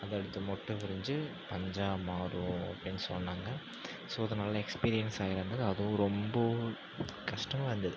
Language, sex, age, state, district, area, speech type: Tamil, male, 45-60, Tamil Nadu, Ariyalur, rural, spontaneous